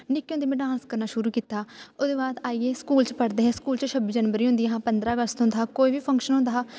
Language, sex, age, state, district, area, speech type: Dogri, female, 18-30, Jammu and Kashmir, Kathua, rural, spontaneous